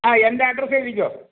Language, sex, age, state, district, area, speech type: Malayalam, male, 60+, Kerala, Kollam, rural, conversation